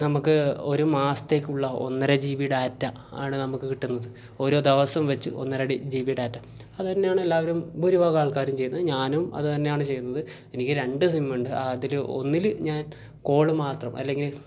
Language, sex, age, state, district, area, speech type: Malayalam, male, 18-30, Kerala, Kasaragod, rural, spontaneous